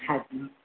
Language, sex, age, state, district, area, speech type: Sindhi, female, 30-45, Gujarat, Surat, urban, conversation